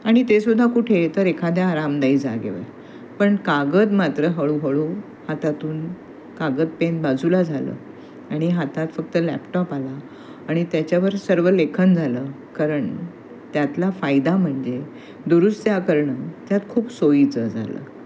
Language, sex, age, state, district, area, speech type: Marathi, female, 60+, Maharashtra, Thane, urban, spontaneous